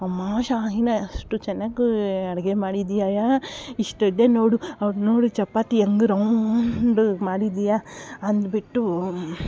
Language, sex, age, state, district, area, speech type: Kannada, female, 45-60, Karnataka, Davanagere, urban, spontaneous